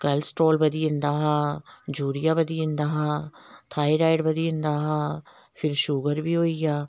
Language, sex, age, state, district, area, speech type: Dogri, female, 45-60, Jammu and Kashmir, Samba, rural, spontaneous